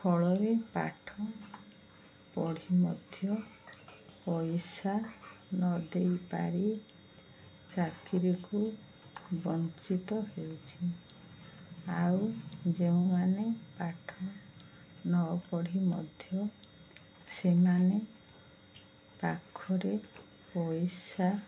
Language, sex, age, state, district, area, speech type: Odia, female, 45-60, Odisha, Koraput, urban, spontaneous